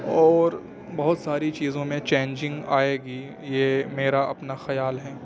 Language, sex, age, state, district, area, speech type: Urdu, male, 18-30, Delhi, South Delhi, urban, spontaneous